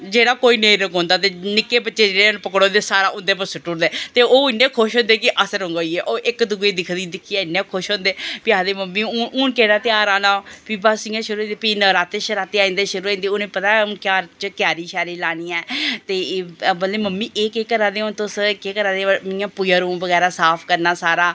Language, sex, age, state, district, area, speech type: Dogri, female, 45-60, Jammu and Kashmir, Reasi, urban, spontaneous